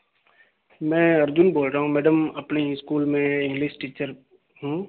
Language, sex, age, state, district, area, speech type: Hindi, male, 18-30, Rajasthan, Ajmer, urban, conversation